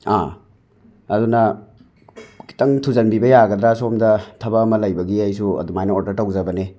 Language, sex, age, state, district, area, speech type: Manipuri, male, 45-60, Manipur, Imphal West, rural, spontaneous